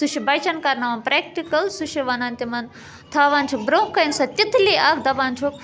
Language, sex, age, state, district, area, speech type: Kashmiri, female, 30-45, Jammu and Kashmir, Budgam, rural, spontaneous